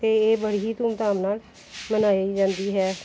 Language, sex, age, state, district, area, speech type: Punjabi, female, 30-45, Punjab, Gurdaspur, urban, spontaneous